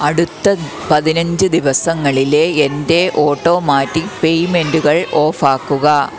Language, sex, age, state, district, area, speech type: Malayalam, female, 30-45, Kerala, Kollam, rural, read